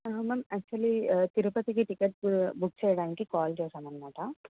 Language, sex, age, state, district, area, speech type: Telugu, female, 18-30, Telangana, Medchal, urban, conversation